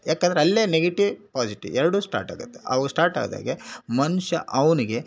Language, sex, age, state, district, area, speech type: Kannada, male, 60+, Karnataka, Bangalore Rural, rural, spontaneous